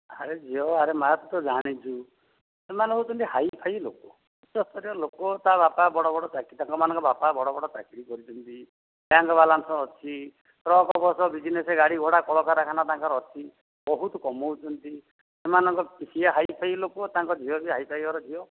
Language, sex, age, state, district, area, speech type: Odia, male, 60+, Odisha, Dhenkanal, rural, conversation